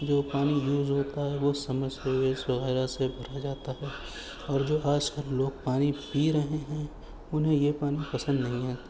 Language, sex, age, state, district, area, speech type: Urdu, male, 18-30, Uttar Pradesh, Shahjahanpur, urban, spontaneous